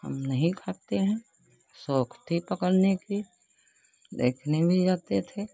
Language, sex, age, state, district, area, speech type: Hindi, female, 60+, Uttar Pradesh, Lucknow, urban, spontaneous